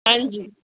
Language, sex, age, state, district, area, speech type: Punjabi, female, 18-30, Punjab, Moga, rural, conversation